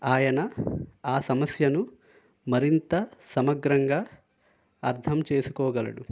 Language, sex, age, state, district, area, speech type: Telugu, male, 18-30, Andhra Pradesh, Konaseema, rural, spontaneous